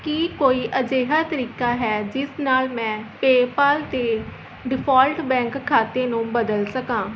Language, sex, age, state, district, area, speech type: Punjabi, female, 18-30, Punjab, Mohali, rural, read